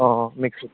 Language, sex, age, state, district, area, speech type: Assamese, male, 30-45, Assam, Nagaon, rural, conversation